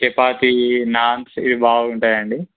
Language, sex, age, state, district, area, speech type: Telugu, male, 18-30, Telangana, Kamareddy, urban, conversation